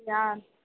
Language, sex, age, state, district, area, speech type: Tamil, female, 18-30, Tamil Nadu, Mayiladuthurai, rural, conversation